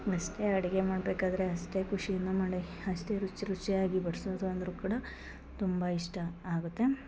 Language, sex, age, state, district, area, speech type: Kannada, female, 30-45, Karnataka, Hassan, urban, spontaneous